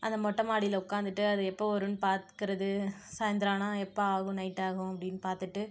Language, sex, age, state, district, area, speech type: Tamil, female, 18-30, Tamil Nadu, Perambalur, urban, spontaneous